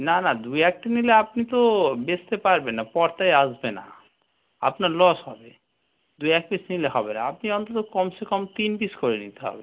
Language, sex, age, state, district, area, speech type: Bengali, male, 45-60, West Bengal, North 24 Parganas, urban, conversation